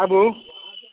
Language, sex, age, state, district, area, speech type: Maithili, male, 60+, Bihar, Samastipur, rural, conversation